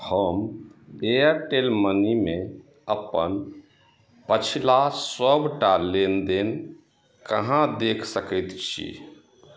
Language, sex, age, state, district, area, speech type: Maithili, male, 45-60, Bihar, Madhubani, rural, read